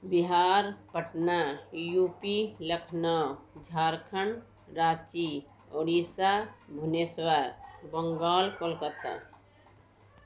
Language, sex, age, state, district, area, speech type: Urdu, female, 60+, Bihar, Gaya, urban, spontaneous